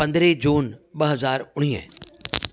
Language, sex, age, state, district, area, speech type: Sindhi, male, 45-60, Delhi, South Delhi, urban, spontaneous